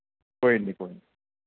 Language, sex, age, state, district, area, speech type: Dogri, male, 18-30, Jammu and Kashmir, Jammu, rural, conversation